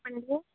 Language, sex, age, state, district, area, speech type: Telugu, female, 45-60, Andhra Pradesh, East Godavari, urban, conversation